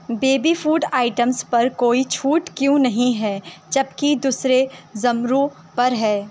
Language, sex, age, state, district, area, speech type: Urdu, female, 18-30, Uttar Pradesh, Shahjahanpur, rural, read